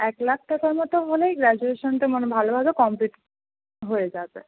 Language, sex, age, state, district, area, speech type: Bengali, female, 18-30, West Bengal, Howrah, urban, conversation